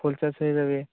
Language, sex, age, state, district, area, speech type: Bengali, male, 18-30, West Bengal, Birbhum, urban, conversation